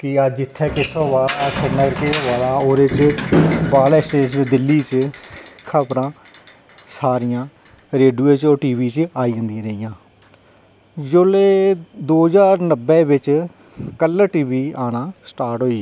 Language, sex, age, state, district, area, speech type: Dogri, male, 30-45, Jammu and Kashmir, Jammu, rural, spontaneous